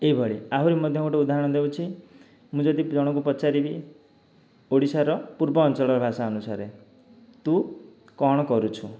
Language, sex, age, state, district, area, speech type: Odia, male, 30-45, Odisha, Dhenkanal, rural, spontaneous